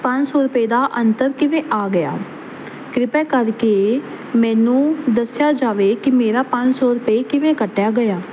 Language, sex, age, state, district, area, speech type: Punjabi, female, 18-30, Punjab, Fazilka, rural, spontaneous